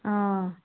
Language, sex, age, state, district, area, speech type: Nepali, female, 60+, West Bengal, Kalimpong, rural, conversation